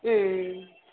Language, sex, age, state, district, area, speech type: Tamil, female, 18-30, Tamil Nadu, Krishnagiri, rural, conversation